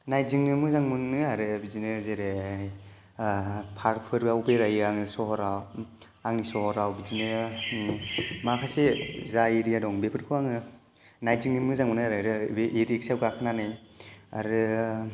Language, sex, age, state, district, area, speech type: Bodo, male, 18-30, Assam, Kokrajhar, rural, spontaneous